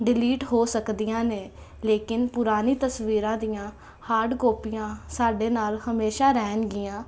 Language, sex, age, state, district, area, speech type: Punjabi, female, 18-30, Punjab, Jalandhar, urban, spontaneous